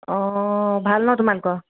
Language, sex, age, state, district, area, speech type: Assamese, female, 30-45, Assam, Golaghat, urban, conversation